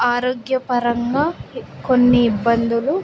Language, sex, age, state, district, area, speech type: Telugu, female, 18-30, Andhra Pradesh, Nandyal, rural, spontaneous